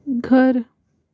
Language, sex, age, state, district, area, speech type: Hindi, male, 60+, Rajasthan, Jaipur, urban, read